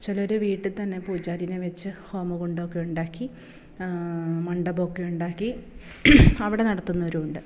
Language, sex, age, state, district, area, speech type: Malayalam, female, 30-45, Kerala, Malappuram, rural, spontaneous